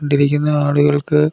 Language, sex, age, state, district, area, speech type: Malayalam, male, 60+, Kerala, Idukki, rural, spontaneous